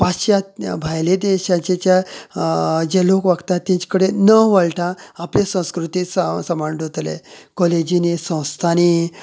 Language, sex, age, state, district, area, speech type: Goan Konkani, male, 30-45, Goa, Canacona, rural, spontaneous